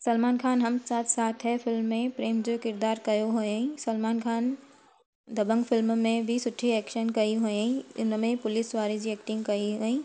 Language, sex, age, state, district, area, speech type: Sindhi, female, 30-45, Gujarat, Surat, urban, spontaneous